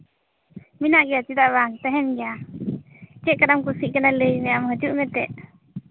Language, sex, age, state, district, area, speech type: Santali, female, 18-30, West Bengal, Birbhum, rural, conversation